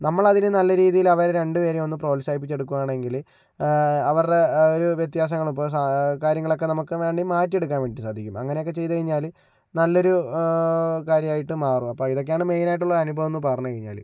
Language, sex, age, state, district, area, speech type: Malayalam, male, 60+, Kerala, Kozhikode, urban, spontaneous